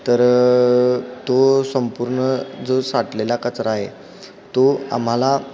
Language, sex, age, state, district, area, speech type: Marathi, male, 18-30, Maharashtra, Kolhapur, urban, spontaneous